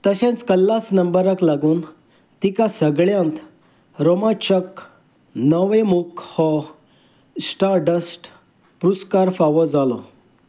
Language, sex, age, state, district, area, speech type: Goan Konkani, male, 45-60, Goa, Salcete, rural, read